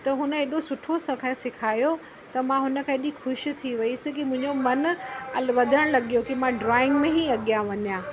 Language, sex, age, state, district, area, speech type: Sindhi, female, 45-60, Uttar Pradesh, Lucknow, rural, spontaneous